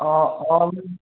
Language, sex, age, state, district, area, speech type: Assamese, male, 18-30, Assam, Majuli, urban, conversation